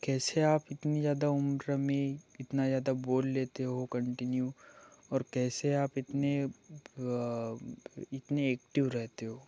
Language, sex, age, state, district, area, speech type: Hindi, male, 18-30, Madhya Pradesh, Betul, rural, spontaneous